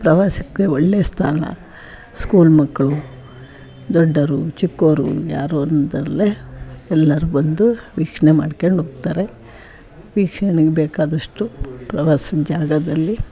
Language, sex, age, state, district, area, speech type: Kannada, female, 60+, Karnataka, Chitradurga, rural, spontaneous